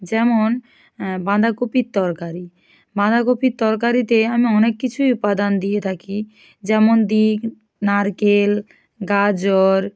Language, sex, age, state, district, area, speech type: Bengali, female, 18-30, West Bengal, North 24 Parganas, rural, spontaneous